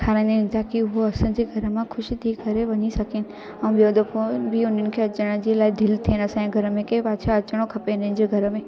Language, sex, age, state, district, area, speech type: Sindhi, female, 18-30, Gujarat, Junagadh, rural, spontaneous